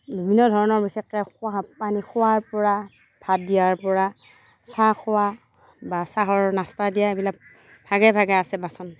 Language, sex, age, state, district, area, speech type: Assamese, female, 45-60, Assam, Darrang, rural, spontaneous